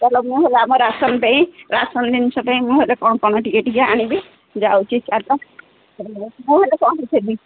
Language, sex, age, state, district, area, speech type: Odia, female, 45-60, Odisha, Sundergarh, rural, conversation